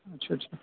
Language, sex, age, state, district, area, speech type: Urdu, male, 30-45, Delhi, Central Delhi, urban, conversation